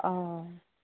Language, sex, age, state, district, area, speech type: Assamese, female, 30-45, Assam, Lakhimpur, rural, conversation